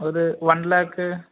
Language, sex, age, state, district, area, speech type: Tamil, male, 18-30, Tamil Nadu, Tirunelveli, rural, conversation